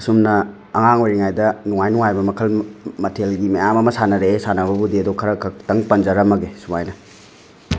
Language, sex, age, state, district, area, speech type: Manipuri, male, 45-60, Manipur, Imphal West, rural, spontaneous